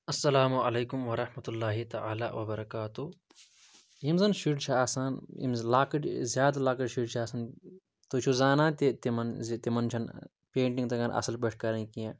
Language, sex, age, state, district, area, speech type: Kashmiri, male, 30-45, Jammu and Kashmir, Shopian, rural, spontaneous